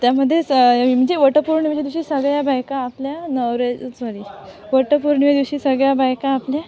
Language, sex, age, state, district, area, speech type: Marathi, female, 18-30, Maharashtra, Sindhudurg, rural, spontaneous